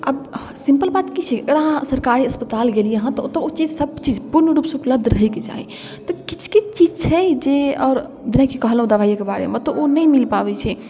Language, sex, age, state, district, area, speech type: Maithili, female, 18-30, Bihar, Darbhanga, rural, spontaneous